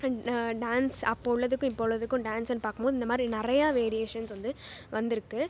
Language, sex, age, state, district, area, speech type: Tamil, female, 18-30, Tamil Nadu, Pudukkottai, rural, spontaneous